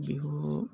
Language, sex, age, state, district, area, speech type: Assamese, male, 30-45, Assam, Darrang, rural, spontaneous